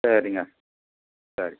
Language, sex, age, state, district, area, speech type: Tamil, male, 60+, Tamil Nadu, Viluppuram, rural, conversation